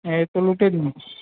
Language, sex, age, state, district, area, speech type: Gujarati, male, 45-60, Gujarat, Narmada, rural, conversation